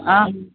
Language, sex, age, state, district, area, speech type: Sanskrit, female, 30-45, Tamil Nadu, Chennai, urban, conversation